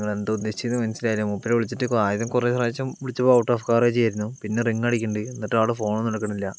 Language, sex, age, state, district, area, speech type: Malayalam, male, 30-45, Kerala, Palakkad, rural, spontaneous